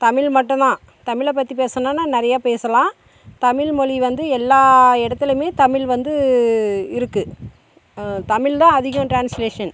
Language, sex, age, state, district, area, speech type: Tamil, female, 30-45, Tamil Nadu, Dharmapuri, rural, spontaneous